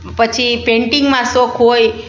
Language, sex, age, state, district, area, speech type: Gujarati, female, 45-60, Gujarat, Rajkot, rural, spontaneous